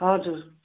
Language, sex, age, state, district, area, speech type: Nepali, female, 60+, West Bengal, Kalimpong, rural, conversation